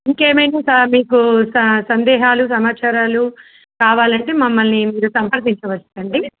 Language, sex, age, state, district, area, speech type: Telugu, female, 30-45, Telangana, Medak, rural, conversation